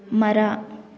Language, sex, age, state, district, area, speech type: Kannada, female, 18-30, Karnataka, Bangalore Rural, rural, read